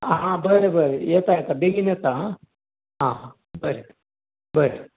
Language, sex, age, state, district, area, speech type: Goan Konkani, male, 60+, Goa, Bardez, rural, conversation